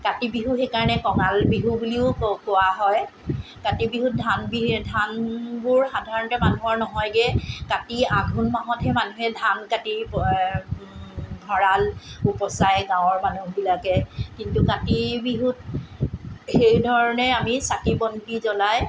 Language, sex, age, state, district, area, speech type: Assamese, female, 45-60, Assam, Tinsukia, rural, spontaneous